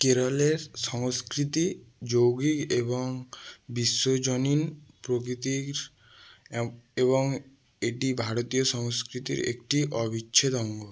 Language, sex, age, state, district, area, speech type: Bengali, male, 18-30, West Bengal, South 24 Parganas, rural, read